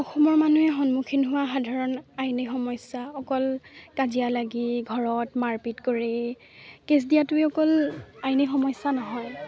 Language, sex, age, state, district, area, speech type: Assamese, female, 18-30, Assam, Lakhimpur, urban, spontaneous